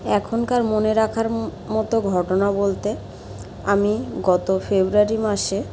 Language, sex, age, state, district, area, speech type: Bengali, female, 30-45, West Bengal, Jhargram, rural, spontaneous